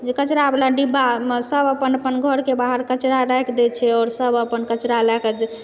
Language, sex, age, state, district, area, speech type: Maithili, female, 30-45, Bihar, Madhubani, urban, spontaneous